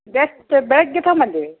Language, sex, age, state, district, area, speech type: Kannada, female, 60+, Karnataka, Koppal, rural, conversation